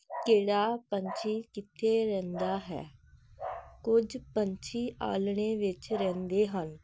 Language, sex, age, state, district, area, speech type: Punjabi, female, 45-60, Punjab, Hoshiarpur, rural, spontaneous